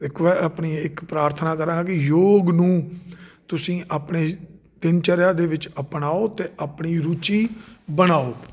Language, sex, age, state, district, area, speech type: Punjabi, male, 30-45, Punjab, Jalandhar, urban, spontaneous